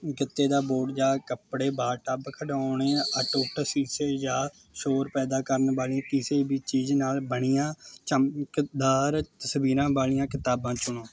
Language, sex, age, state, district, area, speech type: Punjabi, male, 18-30, Punjab, Mohali, rural, read